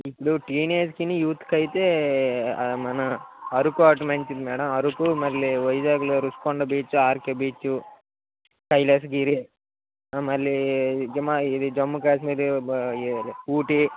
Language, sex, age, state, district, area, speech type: Telugu, male, 45-60, Andhra Pradesh, Srikakulam, urban, conversation